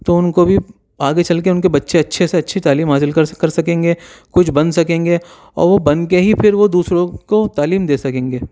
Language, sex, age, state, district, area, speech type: Urdu, male, 30-45, Delhi, Central Delhi, urban, spontaneous